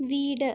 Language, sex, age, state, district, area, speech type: Malayalam, female, 18-30, Kerala, Wayanad, rural, read